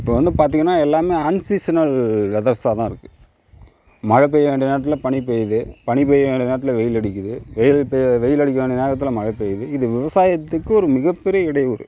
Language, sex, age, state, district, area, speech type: Tamil, female, 30-45, Tamil Nadu, Tiruvarur, urban, spontaneous